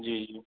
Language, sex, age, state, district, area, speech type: Sindhi, male, 18-30, Gujarat, Kutch, rural, conversation